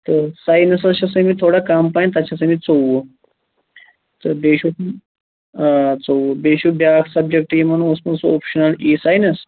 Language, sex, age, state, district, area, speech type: Kashmiri, female, 18-30, Jammu and Kashmir, Shopian, urban, conversation